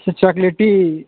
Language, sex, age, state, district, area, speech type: Hindi, male, 18-30, Uttar Pradesh, Azamgarh, rural, conversation